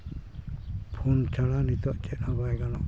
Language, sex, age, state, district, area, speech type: Santali, male, 60+, Jharkhand, East Singhbhum, rural, spontaneous